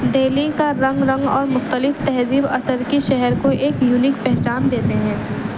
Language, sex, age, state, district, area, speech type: Urdu, female, 18-30, Delhi, East Delhi, urban, spontaneous